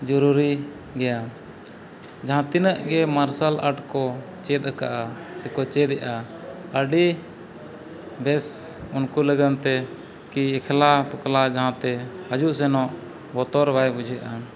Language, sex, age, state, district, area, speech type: Santali, male, 30-45, Jharkhand, East Singhbhum, rural, spontaneous